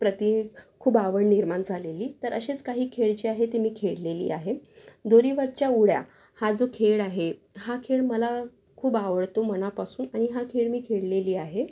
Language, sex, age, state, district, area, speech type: Marathi, female, 18-30, Maharashtra, Akola, urban, spontaneous